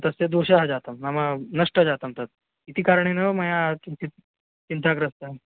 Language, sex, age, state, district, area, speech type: Sanskrit, male, 18-30, Maharashtra, Solapur, rural, conversation